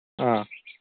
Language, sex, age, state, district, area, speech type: Manipuri, male, 18-30, Manipur, Kangpokpi, urban, conversation